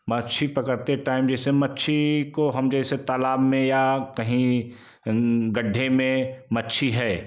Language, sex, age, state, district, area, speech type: Hindi, male, 45-60, Uttar Pradesh, Jaunpur, rural, spontaneous